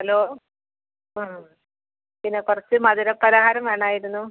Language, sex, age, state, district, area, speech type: Malayalam, female, 45-60, Kerala, Malappuram, rural, conversation